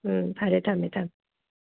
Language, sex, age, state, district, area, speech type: Manipuri, female, 30-45, Manipur, Tengnoupal, rural, conversation